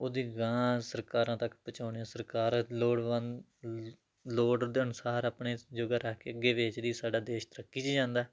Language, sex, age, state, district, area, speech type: Punjabi, male, 30-45, Punjab, Tarn Taran, rural, spontaneous